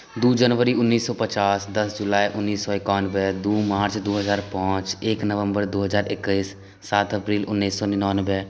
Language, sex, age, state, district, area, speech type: Maithili, male, 18-30, Bihar, Saharsa, rural, spontaneous